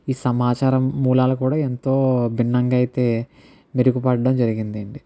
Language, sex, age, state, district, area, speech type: Telugu, male, 60+, Andhra Pradesh, Kakinada, rural, spontaneous